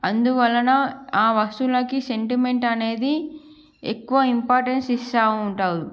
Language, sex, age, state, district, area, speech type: Telugu, female, 18-30, Andhra Pradesh, Srikakulam, urban, spontaneous